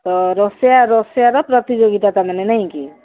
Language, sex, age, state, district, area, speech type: Odia, female, 60+, Odisha, Gajapati, rural, conversation